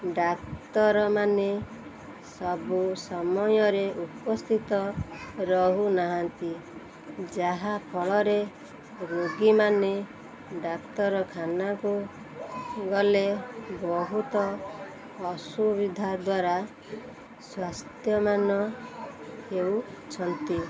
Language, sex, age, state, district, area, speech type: Odia, female, 30-45, Odisha, Kendrapara, urban, spontaneous